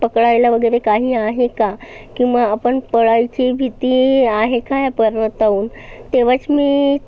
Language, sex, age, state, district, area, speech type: Marathi, female, 30-45, Maharashtra, Nagpur, urban, spontaneous